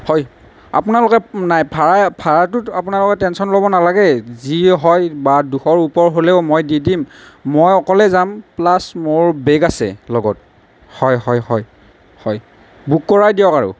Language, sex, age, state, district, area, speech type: Assamese, male, 18-30, Assam, Nalbari, rural, spontaneous